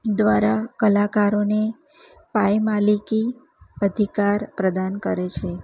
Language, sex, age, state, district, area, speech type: Gujarati, female, 30-45, Gujarat, Kheda, urban, spontaneous